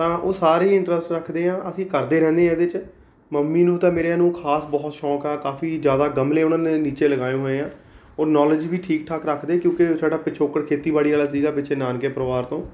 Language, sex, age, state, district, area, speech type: Punjabi, male, 30-45, Punjab, Rupnagar, urban, spontaneous